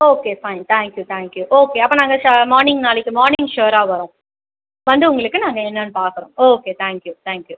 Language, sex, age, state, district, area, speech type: Tamil, female, 30-45, Tamil Nadu, Cuddalore, urban, conversation